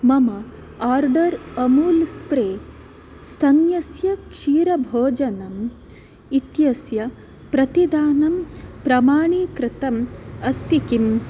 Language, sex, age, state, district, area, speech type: Sanskrit, female, 18-30, Karnataka, Dakshina Kannada, rural, read